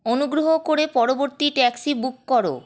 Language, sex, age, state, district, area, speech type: Bengali, female, 30-45, West Bengal, Paschim Bardhaman, rural, read